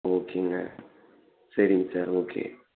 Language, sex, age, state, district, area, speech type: Tamil, male, 30-45, Tamil Nadu, Thanjavur, rural, conversation